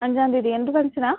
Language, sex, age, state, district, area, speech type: Malayalam, female, 30-45, Kerala, Idukki, rural, conversation